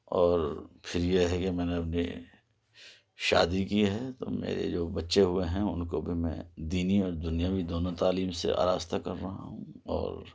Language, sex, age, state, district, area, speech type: Urdu, male, 45-60, Delhi, Central Delhi, urban, spontaneous